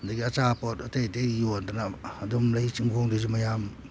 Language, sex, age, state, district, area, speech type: Manipuri, male, 60+, Manipur, Kakching, rural, spontaneous